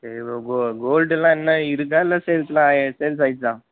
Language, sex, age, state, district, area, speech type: Tamil, male, 18-30, Tamil Nadu, Perambalur, rural, conversation